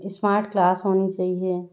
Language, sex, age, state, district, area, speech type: Hindi, female, 45-60, Madhya Pradesh, Balaghat, rural, spontaneous